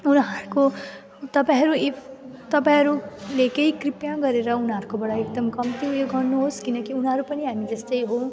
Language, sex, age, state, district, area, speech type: Nepali, female, 18-30, West Bengal, Jalpaiguri, rural, spontaneous